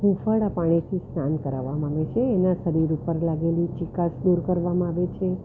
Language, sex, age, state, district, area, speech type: Gujarati, female, 60+, Gujarat, Valsad, urban, spontaneous